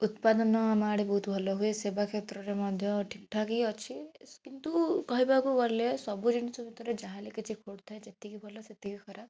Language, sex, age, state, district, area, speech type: Odia, female, 18-30, Odisha, Bhadrak, rural, spontaneous